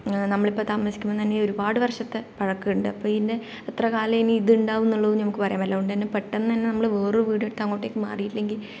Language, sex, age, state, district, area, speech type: Malayalam, female, 18-30, Kerala, Kannur, rural, spontaneous